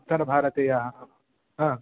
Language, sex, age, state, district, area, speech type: Sanskrit, male, 18-30, Telangana, Mahbubnagar, urban, conversation